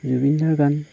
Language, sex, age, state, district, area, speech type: Assamese, male, 30-45, Assam, Darrang, rural, spontaneous